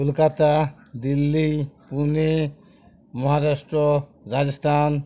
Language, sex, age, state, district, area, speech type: Bengali, male, 45-60, West Bengal, Uttar Dinajpur, urban, spontaneous